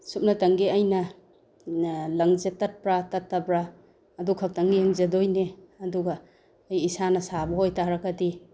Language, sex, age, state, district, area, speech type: Manipuri, female, 45-60, Manipur, Bishnupur, rural, spontaneous